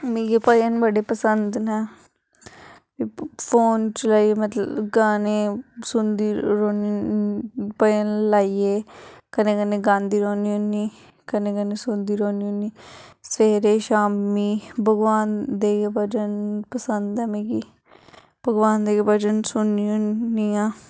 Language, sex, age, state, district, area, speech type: Dogri, female, 18-30, Jammu and Kashmir, Samba, urban, spontaneous